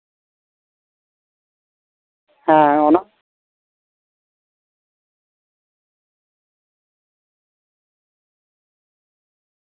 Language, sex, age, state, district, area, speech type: Santali, male, 30-45, West Bengal, Purulia, rural, conversation